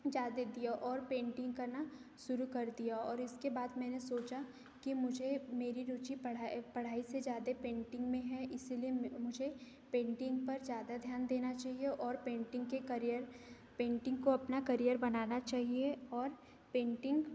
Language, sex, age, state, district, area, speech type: Hindi, female, 18-30, Madhya Pradesh, Betul, urban, spontaneous